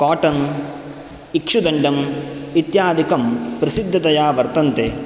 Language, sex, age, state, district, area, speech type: Sanskrit, male, 18-30, Karnataka, Udupi, rural, spontaneous